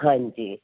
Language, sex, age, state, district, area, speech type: Punjabi, female, 45-60, Punjab, Fazilka, rural, conversation